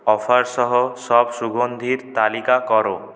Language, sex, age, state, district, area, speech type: Bengali, male, 18-30, West Bengal, Purulia, urban, read